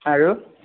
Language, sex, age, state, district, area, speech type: Assamese, male, 45-60, Assam, Nagaon, rural, conversation